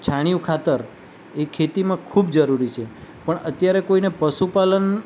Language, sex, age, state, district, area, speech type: Gujarati, male, 45-60, Gujarat, Valsad, rural, spontaneous